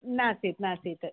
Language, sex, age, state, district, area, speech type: Sanskrit, female, 18-30, Karnataka, Bangalore Rural, rural, conversation